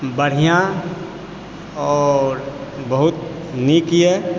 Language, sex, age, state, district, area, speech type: Maithili, male, 45-60, Bihar, Supaul, rural, spontaneous